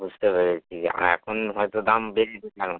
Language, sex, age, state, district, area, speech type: Bengali, male, 18-30, West Bengal, Howrah, urban, conversation